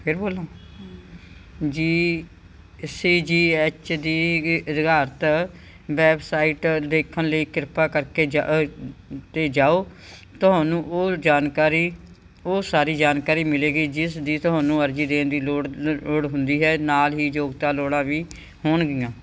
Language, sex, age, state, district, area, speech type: Punjabi, female, 60+, Punjab, Bathinda, urban, read